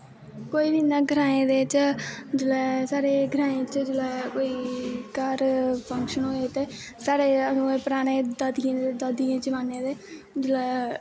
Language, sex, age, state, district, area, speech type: Dogri, female, 18-30, Jammu and Kashmir, Kathua, rural, spontaneous